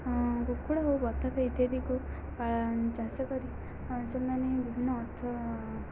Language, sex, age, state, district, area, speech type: Odia, female, 18-30, Odisha, Sundergarh, urban, spontaneous